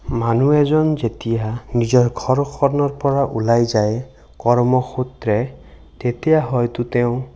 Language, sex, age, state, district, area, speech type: Assamese, male, 18-30, Assam, Sonitpur, rural, spontaneous